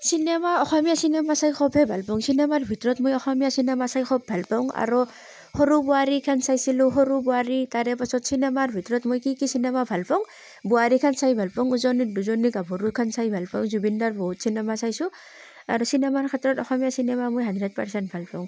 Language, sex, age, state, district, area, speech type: Assamese, female, 30-45, Assam, Barpeta, rural, spontaneous